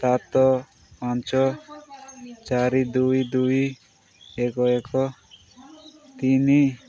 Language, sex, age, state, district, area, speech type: Odia, male, 18-30, Odisha, Nabarangpur, urban, spontaneous